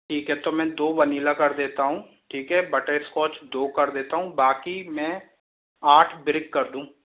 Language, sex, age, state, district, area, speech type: Hindi, male, 18-30, Rajasthan, Jaipur, urban, conversation